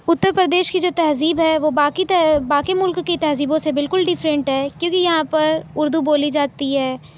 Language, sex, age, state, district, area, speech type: Urdu, female, 18-30, Uttar Pradesh, Mau, urban, spontaneous